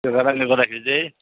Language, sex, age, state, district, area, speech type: Nepali, male, 30-45, West Bengal, Darjeeling, rural, conversation